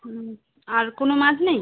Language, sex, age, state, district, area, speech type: Bengali, female, 30-45, West Bengal, South 24 Parganas, rural, conversation